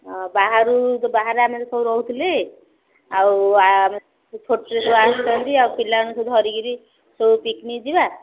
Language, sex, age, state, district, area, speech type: Odia, female, 45-60, Odisha, Gajapati, rural, conversation